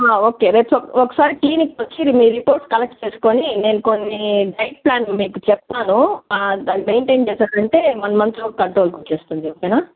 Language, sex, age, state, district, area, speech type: Telugu, female, 30-45, Andhra Pradesh, Sri Balaji, urban, conversation